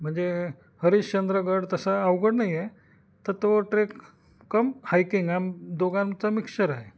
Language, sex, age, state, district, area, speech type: Marathi, male, 45-60, Maharashtra, Nashik, urban, spontaneous